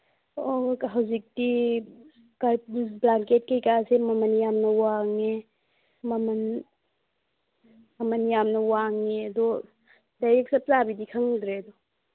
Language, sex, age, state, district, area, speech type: Manipuri, female, 30-45, Manipur, Churachandpur, urban, conversation